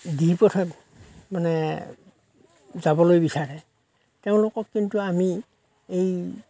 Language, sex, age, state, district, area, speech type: Assamese, male, 45-60, Assam, Darrang, rural, spontaneous